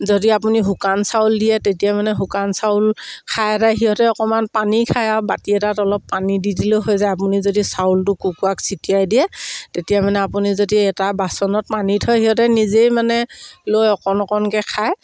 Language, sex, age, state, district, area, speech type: Assamese, female, 60+, Assam, Dibrugarh, rural, spontaneous